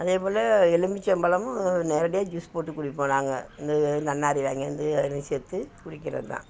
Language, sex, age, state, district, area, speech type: Tamil, female, 60+, Tamil Nadu, Thanjavur, rural, spontaneous